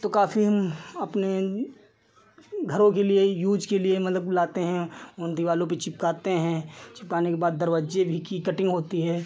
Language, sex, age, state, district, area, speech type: Hindi, male, 45-60, Uttar Pradesh, Lucknow, rural, spontaneous